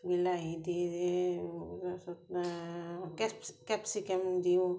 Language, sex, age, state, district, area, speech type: Assamese, female, 45-60, Assam, Morigaon, rural, spontaneous